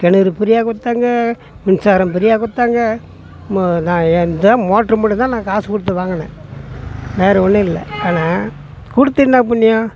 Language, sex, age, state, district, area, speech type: Tamil, male, 60+, Tamil Nadu, Tiruvannamalai, rural, spontaneous